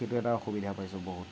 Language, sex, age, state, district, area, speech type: Assamese, male, 18-30, Assam, Lakhimpur, rural, spontaneous